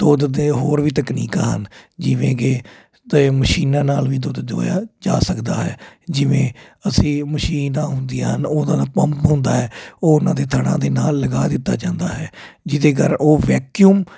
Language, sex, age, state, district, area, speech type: Punjabi, male, 30-45, Punjab, Jalandhar, urban, spontaneous